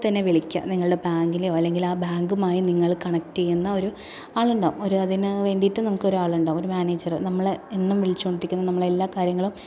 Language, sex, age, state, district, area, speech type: Malayalam, female, 18-30, Kerala, Thrissur, urban, spontaneous